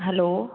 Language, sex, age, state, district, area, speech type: Punjabi, female, 45-60, Punjab, Fazilka, rural, conversation